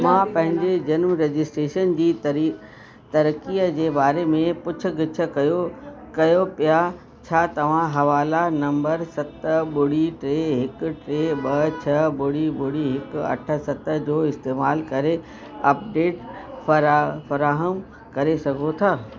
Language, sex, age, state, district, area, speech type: Sindhi, female, 60+, Uttar Pradesh, Lucknow, urban, read